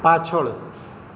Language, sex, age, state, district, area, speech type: Gujarati, male, 60+, Gujarat, Surat, urban, read